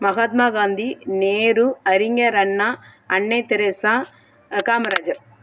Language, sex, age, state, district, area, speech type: Tamil, female, 30-45, Tamil Nadu, Thoothukudi, urban, spontaneous